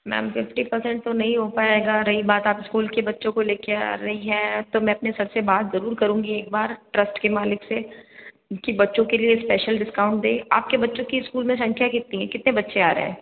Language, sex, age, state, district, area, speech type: Hindi, female, 60+, Rajasthan, Jodhpur, urban, conversation